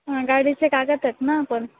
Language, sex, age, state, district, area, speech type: Marathi, female, 18-30, Maharashtra, Sindhudurg, rural, conversation